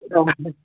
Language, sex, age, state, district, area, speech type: Tamil, male, 18-30, Tamil Nadu, Perambalur, urban, conversation